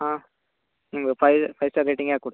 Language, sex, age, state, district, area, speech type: Kannada, male, 18-30, Karnataka, Uttara Kannada, rural, conversation